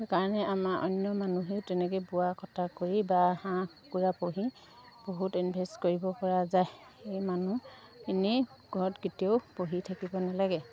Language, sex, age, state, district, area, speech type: Assamese, female, 30-45, Assam, Sivasagar, rural, spontaneous